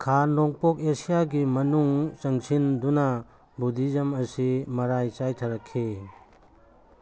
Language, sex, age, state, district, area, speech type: Manipuri, male, 45-60, Manipur, Churachandpur, rural, read